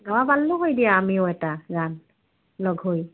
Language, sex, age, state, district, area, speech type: Assamese, female, 30-45, Assam, Udalguri, rural, conversation